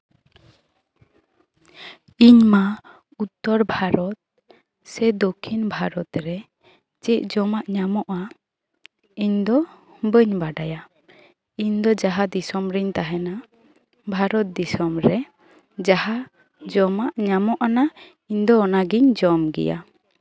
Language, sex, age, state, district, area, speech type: Santali, female, 18-30, West Bengal, Bankura, rural, spontaneous